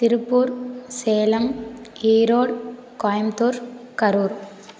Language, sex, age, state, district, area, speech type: Tamil, female, 18-30, Tamil Nadu, Tiruppur, rural, spontaneous